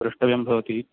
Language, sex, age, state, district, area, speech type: Sanskrit, male, 18-30, Karnataka, Uttara Kannada, rural, conversation